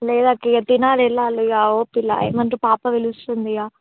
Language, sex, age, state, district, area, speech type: Telugu, female, 18-30, Telangana, Ranga Reddy, urban, conversation